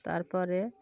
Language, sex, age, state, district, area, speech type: Bengali, female, 45-60, West Bengal, Cooch Behar, urban, spontaneous